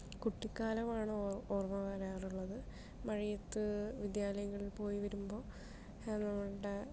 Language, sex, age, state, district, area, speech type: Malayalam, female, 30-45, Kerala, Palakkad, rural, spontaneous